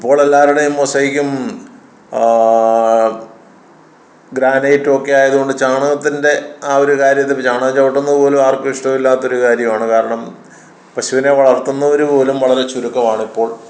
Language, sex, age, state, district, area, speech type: Malayalam, male, 60+, Kerala, Kottayam, rural, spontaneous